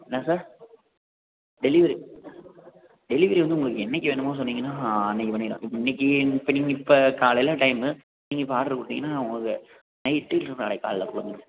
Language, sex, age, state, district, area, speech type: Tamil, male, 18-30, Tamil Nadu, Perambalur, rural, conversation